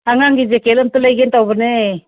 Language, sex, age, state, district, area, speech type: Manipuri, female, 60+, Manipur, Churachandpur, urban, conversation